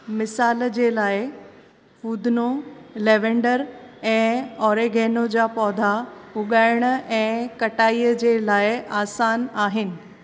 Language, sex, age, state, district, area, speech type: Sindhi, female, 30-45, Maharashtra, Thane, urban, read